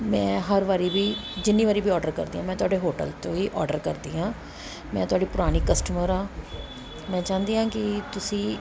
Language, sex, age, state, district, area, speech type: Punjabi, female, 45-60, Punjab, Pathankot, urban, spontaneous